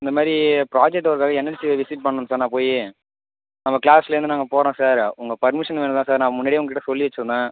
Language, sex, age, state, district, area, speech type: Tamil, male, 18-30, Tamil Nadu, Cuddalore, rural, conversation